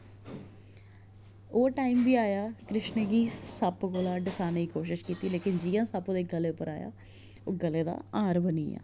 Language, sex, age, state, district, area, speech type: Dogri, female, 30-45, Jammu and Kashmir, Jammu, urban, spontaneous